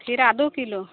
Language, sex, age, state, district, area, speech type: Maithili, female, 18-30, Bihar, Begusarai, rural, conversation